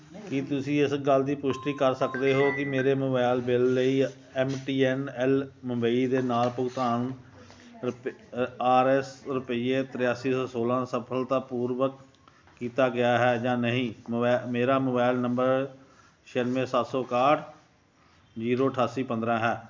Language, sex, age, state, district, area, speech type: Punjabi, male, 60+, Punjab, Ludhiana, rural, read